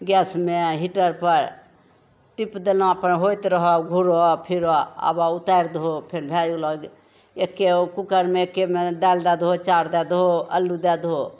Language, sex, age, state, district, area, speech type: Maithili, female, 45-60, Bihar, Begusarai, urban, spontaneous